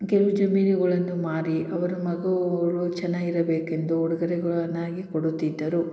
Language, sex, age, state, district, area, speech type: Kannada, female, 30-45, Karnataka, Hassan, urban, spontaneous